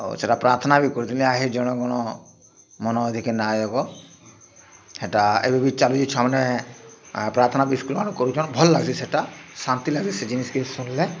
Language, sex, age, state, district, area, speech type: Odia, male, 45-60, Odisha, Bargarh, urban, spontaneous